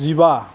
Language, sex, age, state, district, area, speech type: Bodo, male, 45-60, Assam, Kokrajhar, rural, spontaneous